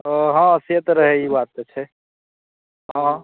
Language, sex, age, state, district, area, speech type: Maithili, male, 18-30, Bihar, Saharsa, rural, conversation